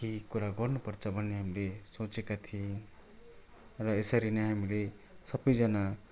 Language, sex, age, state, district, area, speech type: Nepali, male, 45-60, West Bengal, Kalimpong, rural, spontaneous